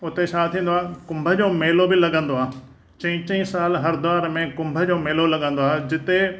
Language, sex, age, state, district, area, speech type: Sindhi, male, 60+, Maharashtra, Thane, urban, spontaneous